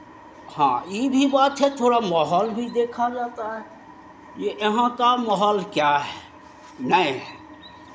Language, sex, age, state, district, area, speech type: Hindi, male, 60+, Bihar, Begusarai, rural, spontaneous